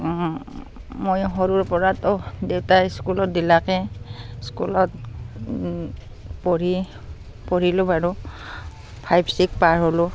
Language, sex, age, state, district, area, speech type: Assamese, female, 30-45, Assam, Barpeta, rural, spontaneous